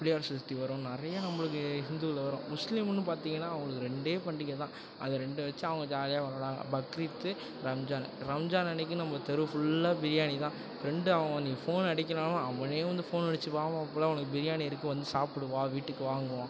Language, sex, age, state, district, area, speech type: Tamil, male, 18-30, Tamil Nadu, Tiruvarur, rural, spontaneous